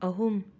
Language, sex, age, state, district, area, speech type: Manipuri, female, 45-60, Manipur, Imphal West, urban, read